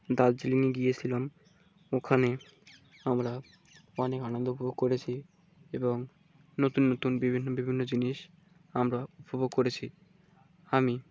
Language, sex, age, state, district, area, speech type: Bengali, male, 18-30, West Bengal, Birbhum, urban, spontaneous